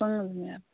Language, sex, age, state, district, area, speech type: Maithili, female, 45-60, Bihar, Saharsa, rural, conversation